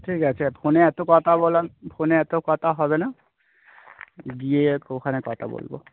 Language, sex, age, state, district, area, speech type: Bengali, male, 30-45, West Bengal, Birbhum, urban, conversation